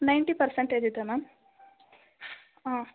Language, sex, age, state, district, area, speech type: Kannada, female, 18-30, Karnataka, Bangalore Rural, rural, conversation